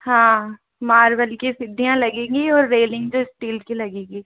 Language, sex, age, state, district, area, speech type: Hindi, female, 18-30, Rajasthan, Jaipur, urban, conversation